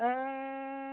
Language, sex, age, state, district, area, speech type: Assamese, female, 60+, Assam, Udalguri, rural, conversation